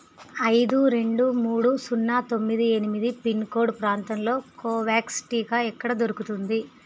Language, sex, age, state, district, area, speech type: Telugu, female, 30-45, Andhra Pradesh, Visakhapatnam, urban, read